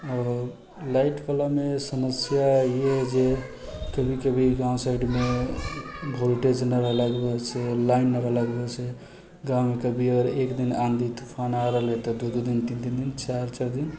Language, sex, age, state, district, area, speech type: Maithili, male, 18-30, Bihar, Sitamarhi, rural, spontaneous